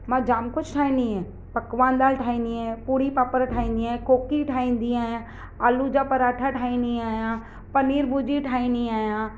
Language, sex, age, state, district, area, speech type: Sindhi, female, 30-45, Maharashtra, Mumbai Suburban, urban, spontaneous